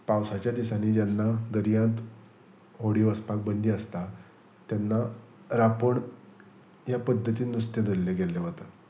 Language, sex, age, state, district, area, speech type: Goan Konkani, male, 30-45, Goa, Salcete, rural, spontaneous